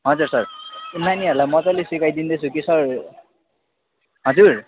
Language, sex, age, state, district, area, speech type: Nepali, male, 18-30, West Bengal, Kalimpong, rural, conversation